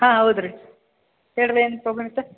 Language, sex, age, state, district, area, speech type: Kannada, male, 30-45, Karnataka, Belgaum, urban, conversation